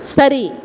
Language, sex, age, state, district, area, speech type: Tamil, female, 30-45, Tamil Nadu, Thoothukudi, urban, read